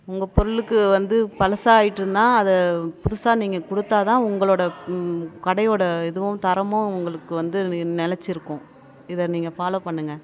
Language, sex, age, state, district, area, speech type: Tamil, female, 30-45, Tamil Nadu, Tiruvannamalai, rural, spontaneous